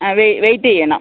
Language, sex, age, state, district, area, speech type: Malayalam, female, 60+, Kerala, Alappuzha, rural, conversation